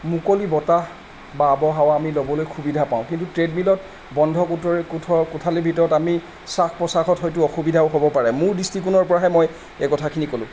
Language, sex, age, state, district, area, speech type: Assamese, male, 45-60, Assam, Charaideo, urban, spontaneous